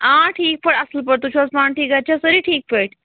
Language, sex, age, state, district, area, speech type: Kashmiri, female, 30-45, Jammu and Kashmir, Pulwama, rural, conversation